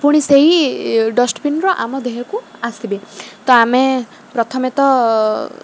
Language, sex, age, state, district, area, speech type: Odia, female, 45-60, Odisha, Rayagada, rural, spontaneous